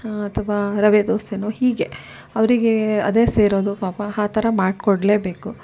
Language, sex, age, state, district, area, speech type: Kannada, female, 45-60, Karnataka, Mysore, rural, spontaneous